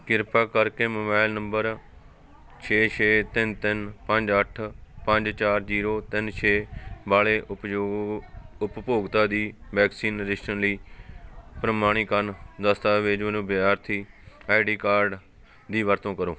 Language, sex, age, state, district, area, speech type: Punjabi, male, 45-60, Punjab, Fatehgarh Sahib, rural, read